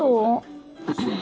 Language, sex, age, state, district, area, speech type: Bengali, female, 30-45, West Bengal, Darjeeling, urban, spontaneous